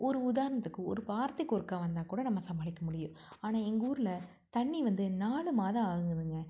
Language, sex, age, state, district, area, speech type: Tamil, female, 30-45, Tamil Nadu, Tiruppur, rural, spontaneous